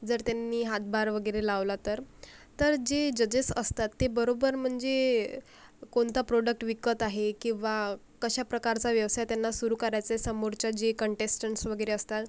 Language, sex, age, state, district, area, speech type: Marathi, female, 45-60, Maharashtra, Akola, rural, spontaneous